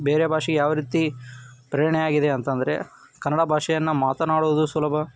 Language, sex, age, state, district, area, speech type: Kannada, male, 18-30, Karnataka, Koppal, rural, spontaneous